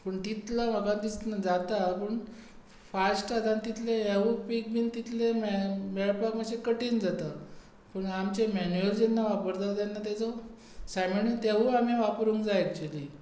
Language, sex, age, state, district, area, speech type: Goan Konkani, male, 45-60, Goa, Tiswadi, rural, spontaneous